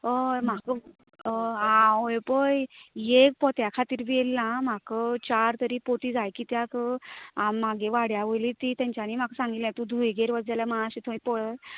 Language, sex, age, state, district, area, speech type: Goan Konkani, female, 30-45, Goa, Canacona, rural, conversation